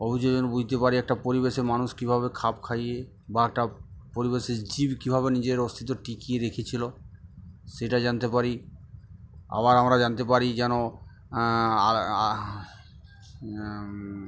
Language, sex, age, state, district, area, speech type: Bengali, male, 45-60, West Bengal, Uttar Dinajpur, urban, spontaneous